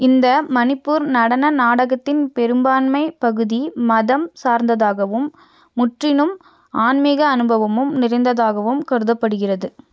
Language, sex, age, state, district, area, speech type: Tamil, female, 30-45, Tamil Nadu, Nilgiris, urban, read